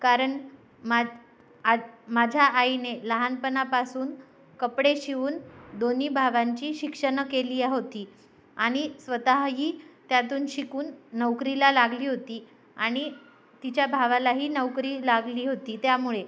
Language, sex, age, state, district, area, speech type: Marathi, female, 45-60, Maharashtra, Nanded, rural, spontaneous